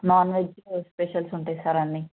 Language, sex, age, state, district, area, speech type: Telugu, female, 30-45, Telangana, Vikarabad, urban, conversation